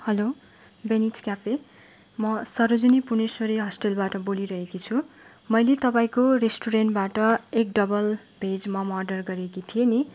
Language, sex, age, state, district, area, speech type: Nepali, female, 18-30, West Bengal, Darjeeling, rural, spontaneous